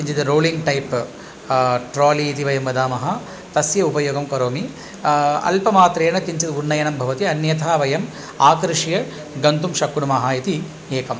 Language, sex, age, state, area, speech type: Sanskrit, male, 45-60, Tamil Nadu, rural, spontaneous